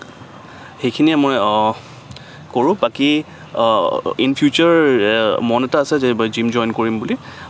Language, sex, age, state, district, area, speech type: Assamese, male, 18-30, Assam, Kamrup Metropolitan, urban, spontaneous